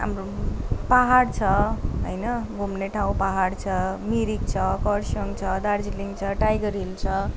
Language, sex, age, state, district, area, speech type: Nepali, female, 18-30, West Bengal, Darjeeling, rural, spontaneous